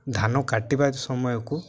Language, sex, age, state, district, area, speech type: Odia, male, 18-30, Odisha, Mayurbhanj, rural, spontaneous